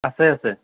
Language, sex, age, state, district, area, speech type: Assamese, male, 18-30, Assam, Darrang, rural, conversation